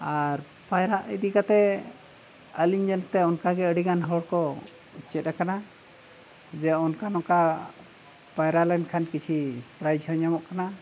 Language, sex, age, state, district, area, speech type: Santali, male, 45-60, Odisha, Mayurbhanj, rural, spontaneous